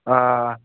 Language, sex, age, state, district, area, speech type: Kashmiri, male, 18-30, Jammu and Kashmir, Shopian, rural, conversation